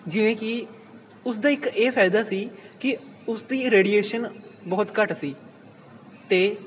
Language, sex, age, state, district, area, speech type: Punjabi, male, 18-30, Punjab, Pathankot, rural, spontaneous